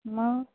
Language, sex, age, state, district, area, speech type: Marathi, female, 30-45, Maharashtra, Washim, rural, conversation